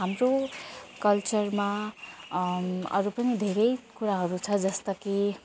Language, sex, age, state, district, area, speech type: Nepali, female, 18-30, West Bengal, Jalpaiguri, rural, spontaneous